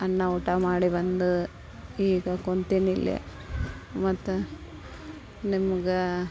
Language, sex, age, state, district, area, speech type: Kannada, female, 30-45, Karnataka, Dharwad, rural, spontaneous